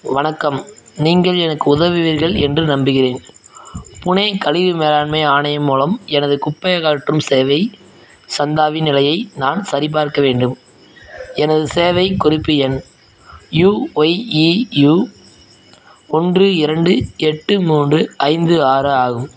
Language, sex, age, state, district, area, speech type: Tamil, male, 18-30, Tamil Nadu, Madurai, rural, read